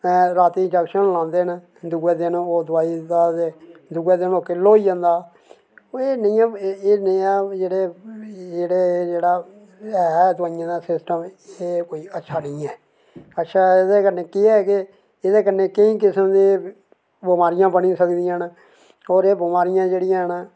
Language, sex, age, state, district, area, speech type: Dogri, male, 60+, Jammu and Kashmir, Reasi, rural, spontaneous